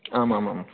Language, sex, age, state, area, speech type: Sanskrit, male, 18-30, Madhya Pradesh, rural, conversation